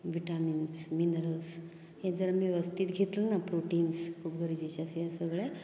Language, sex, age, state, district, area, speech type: Goan Konkani, female, 60+, Goa, Canacona, rural, spontaneous